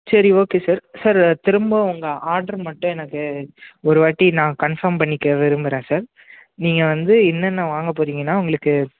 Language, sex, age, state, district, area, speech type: Tamil, male, 18-30, Tamil Nadu, Chennai, urban, conversation